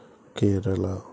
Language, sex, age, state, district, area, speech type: Telugu, male, 30-45, Andhra Pradesh, Krishna, urban, spontaneous